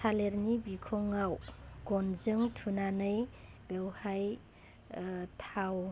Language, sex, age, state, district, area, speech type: Bodo, female, 30-45, Assam, Baksa, rural, spontaneous